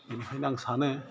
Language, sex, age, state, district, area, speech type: Bodo, male, 45-60, Assam, Udalguri, urban, spontaneous